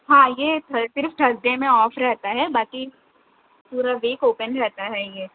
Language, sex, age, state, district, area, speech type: Urdu, female, 18-30, Telangana, Hyderabad, urban, conversation